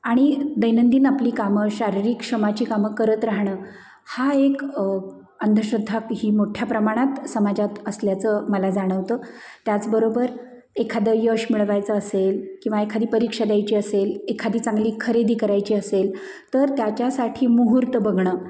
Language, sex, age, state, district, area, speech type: Marathi, female, 45-60, Maharashtra, Satara, urban, spontaneous